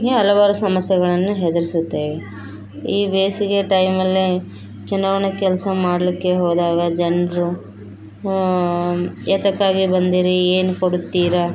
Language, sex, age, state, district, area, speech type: Kannada, female, 30-45, Karnataka, Bellary, rural, spontaneous